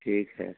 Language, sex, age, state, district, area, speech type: Hindi, male, 60+, Uttar Pradesh, Mau, rural, conversation